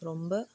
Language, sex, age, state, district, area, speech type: Tamil, female, 18-30, Tamil Nadu, Dharmapuri, rural, spontaneous